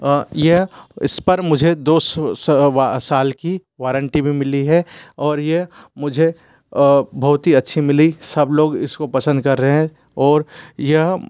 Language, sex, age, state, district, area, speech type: Hindi, male, 60+, Madhya Pradesh, Bhopal, urban, spontaneous